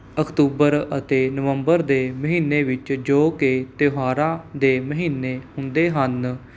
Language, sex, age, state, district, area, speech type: Punjabi, male, 18-30, Punjab, Mohali, urban, spontaneous